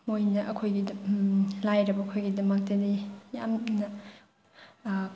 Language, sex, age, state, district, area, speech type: Manipuri, female, 30-45, Manipur, Chandel, rural, spontaneous